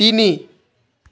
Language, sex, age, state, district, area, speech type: Assamese, male, 18-30, Assam, Tinsukia, urban, read